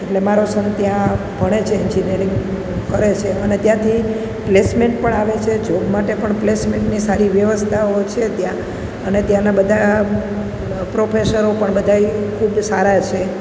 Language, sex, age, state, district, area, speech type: Gujarati, female, 45-60, Gujarat, Junagadh, rural, spontaneous